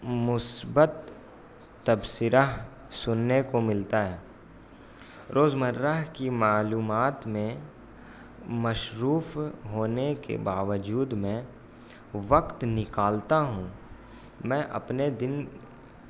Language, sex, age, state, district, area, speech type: Urdu, male, 18-30, Bihar, Gaya, rural, spontaneous